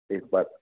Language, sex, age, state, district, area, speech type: Urdu, male, 30-45, Delhi, Central Delhi, urban, conversation